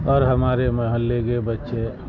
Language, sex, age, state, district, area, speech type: Urdu, male, 60+, Bihar, Supaul, rural, spontaneous